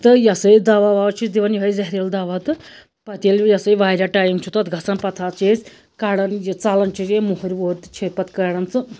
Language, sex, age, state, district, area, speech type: Kashmiri, female, 30-45, Jammu and Kashmir, Anantnag, rural, spontaneous